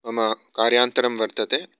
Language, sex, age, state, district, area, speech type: Sanskrit, male, 30-45, Karnataka, Bangalore Urban, urban, spontaneous